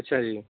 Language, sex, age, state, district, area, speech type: Punjabi, male, 30-45, Punjab, Kapurthala, urban, conversation